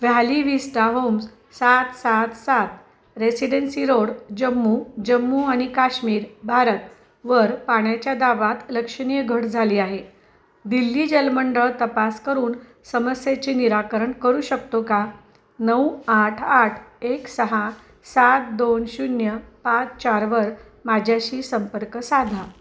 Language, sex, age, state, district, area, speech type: Marathi, female, 45-60, Maharashtra, Osmanabad, rural, read